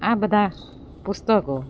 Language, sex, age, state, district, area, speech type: Gujarati, female, 45-60, Gujarat, Amreli, rural, spontaneous